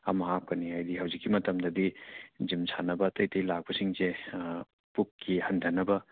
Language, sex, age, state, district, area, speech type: Manipuri, male, 30-45, Manipur, Churachandpur, rural, conversation